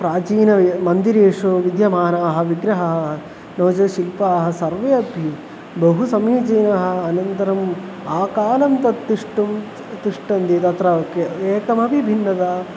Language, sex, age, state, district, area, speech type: Sanskrit, male, 18-30, Kerala, Thrissur, urban, spontaneous